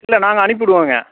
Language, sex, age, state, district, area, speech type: Tamil, male, 18-30, Tamil Nadu, Tiruppur, rural, conversation